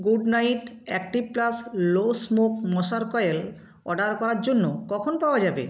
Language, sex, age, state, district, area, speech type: Bengali, female, 60+, West Bengal, Nadia, rural, read